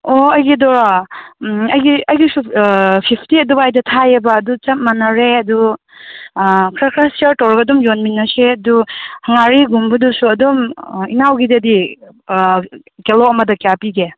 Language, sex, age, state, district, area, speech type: Manipuri, female, 30-45, Manipur, Chandel, rural, conversation